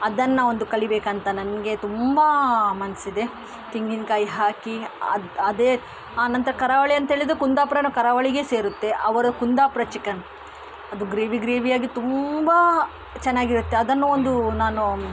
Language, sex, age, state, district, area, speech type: Kannada, female, 30-45, Karnataka, Udupi, rural, spontaneous